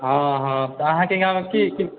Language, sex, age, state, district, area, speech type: Maithili, male, 18-30, Bihar, Muzaffarpur, rural, conversation